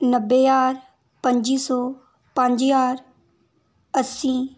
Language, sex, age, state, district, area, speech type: Dogri, female, 18-30, Jammu and Kashmir, Udhampur, rural, spontaneous